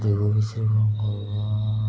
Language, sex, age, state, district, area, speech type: Odia, male, 30-45, Odisha, Ganjam, urban, spontaneous